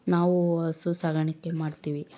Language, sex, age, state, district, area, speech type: Kannada, female, 30-45, Karnataka, Bangalore Urban, rural, spontaneous